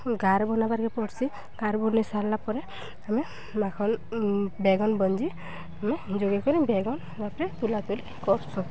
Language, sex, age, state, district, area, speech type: Odia, female, 18-30, Odisha, Balangir, urban, spontaneous